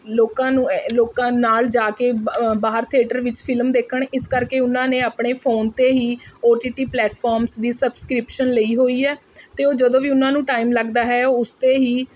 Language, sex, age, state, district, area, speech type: Punjabi, female, 30-45, Punjab, Mohali, rural, spontaneous